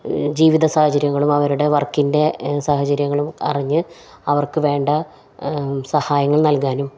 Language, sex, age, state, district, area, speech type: Malayalam, female, 45-60, Kerala, Palakkad, rural, spontaneous